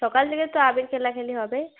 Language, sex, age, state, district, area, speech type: Bengali, female, 18-30, West Bengal, Purulia, urban, conversation